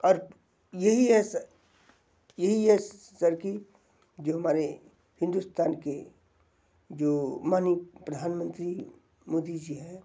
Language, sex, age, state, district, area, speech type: Hindi, male, 60+, Uttar Pradesh, Bhadohi, rural, spontaneous